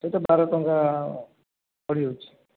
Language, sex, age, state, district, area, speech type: Odia, male, 30-45, Odisha, Jajpur, rural, conversation